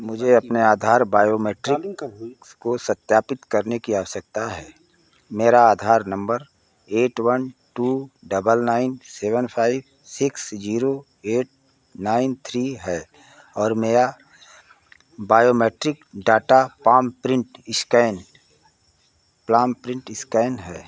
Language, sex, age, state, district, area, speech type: Hindi, male, 60+, Uttar Pradesh, Ayodhya, rural, read